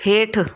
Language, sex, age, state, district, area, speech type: Sindhi, female, 30-45, Delhi, South Delhi, urban, read